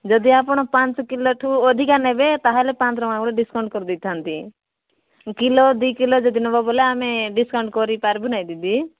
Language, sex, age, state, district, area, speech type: Odia, female, 30-45, Odisha, Koraput, urban, conversation